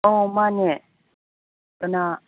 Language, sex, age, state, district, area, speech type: Manipuri, female, 30-45, Manipur, Chandel, rural, conversation